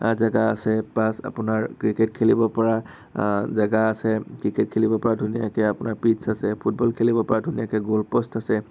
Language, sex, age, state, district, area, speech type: Assamese, male, 18-30, Assam, Nagaon, rural, spontaneous